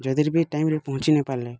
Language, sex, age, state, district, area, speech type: Odia, male, 18-30, Odisha, Bargarh, urban, spontaneous